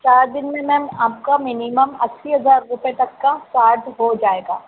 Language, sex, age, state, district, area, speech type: Hindi, female, 18-30, Madhya Pradesh, Harda, urban, conversation